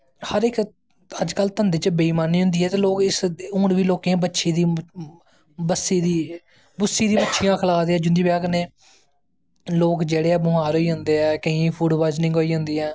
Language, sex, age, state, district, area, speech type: Dogri, male, 18-30, Jammu and Kashmir, Jammu, rural, spontaneous